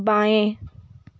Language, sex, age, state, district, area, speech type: Hindi, female, 30-45, Uttar Pradesh, Sonbhadra, rural, read